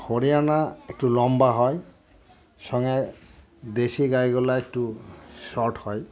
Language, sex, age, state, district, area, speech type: Bengali, male, 60+, West Bengal, Murshidabad, rural, spontaneous